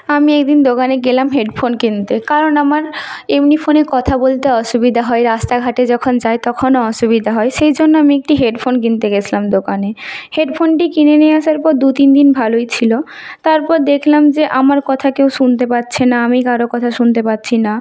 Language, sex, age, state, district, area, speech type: Bengali, female, 30-45, West Bengal, Purba Medinipur, rural, spontaneous